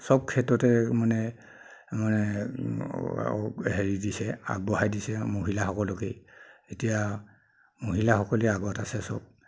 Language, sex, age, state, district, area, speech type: Assamese, male, 30-45, Assam, Nagaon, rural, spontaneous